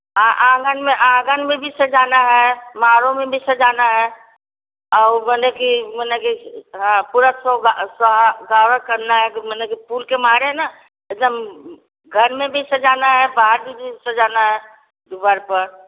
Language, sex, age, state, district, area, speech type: Hindi, female, 60+, Uttar Pradesh, Varanasi, rural, conversation